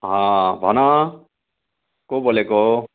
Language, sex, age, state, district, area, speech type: Nepali, male, 60+, West Bengal, Jalpaiguri, rural, conversation